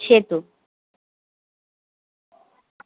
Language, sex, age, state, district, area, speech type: Bengali, female, 45-60, West Bengal, Birbhum, urban, conversation